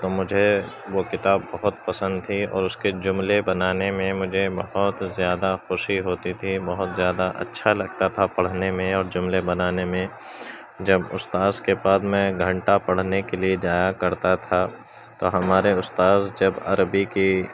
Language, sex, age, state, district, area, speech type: Urdu, male, 45-60, Uttar Pradesh, Gautam Buddha Nagar, rural, spontaneous